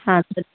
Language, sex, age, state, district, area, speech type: Malayalam, female, 30-45, Kerala, Kannur, urban, conversation